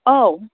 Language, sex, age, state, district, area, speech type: Bodo, female, 18-30, Assam, Chirang, rural, conversation